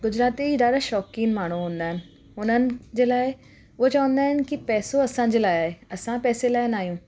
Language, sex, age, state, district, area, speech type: Sindhi, female, 30-45, Gujarat, Surat, urban, spontaneous